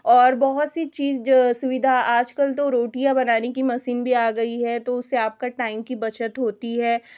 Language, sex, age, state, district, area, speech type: Hindi, female, 18-30, Madhya Pradesh, Betul, urban, spontaneous